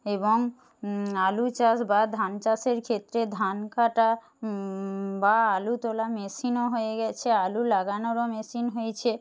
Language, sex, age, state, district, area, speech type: Bengali, female, 45-60, West Bengal, Jhargram, rural, spontaneous